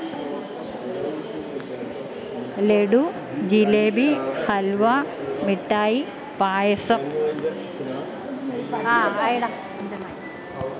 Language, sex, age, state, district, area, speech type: Malayalam, female, 45-60, Kerala, Kottayam, rural, spontaneous